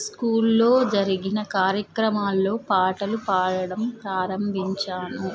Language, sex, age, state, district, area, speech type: Telugu, female, 30-45, Telangana, Mulugu, rural, spontaneous